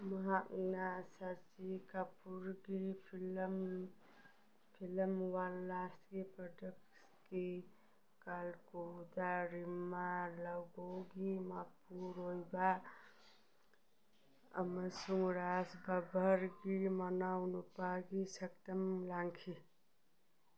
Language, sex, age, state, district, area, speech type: Manipuri, female, 45-60, Manipur, Churachandpur, urban, read